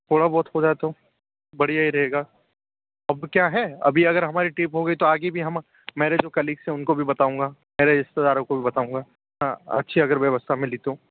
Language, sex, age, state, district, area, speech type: Hindi, male, 30-45, Madhya Pradesh, Bhopal, urban, conversation